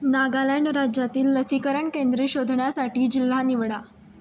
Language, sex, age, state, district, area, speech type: Marathi, female, 18-30, Maharashtra, Raigad, rural, read